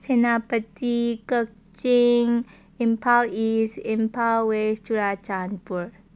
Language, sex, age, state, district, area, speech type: Manipuri, female, 18-30, Manipur, Senapati, rural, spontaneous